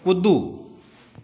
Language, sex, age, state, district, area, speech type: Maithili, male, 45-60, Bihar, Madhepura, urban, read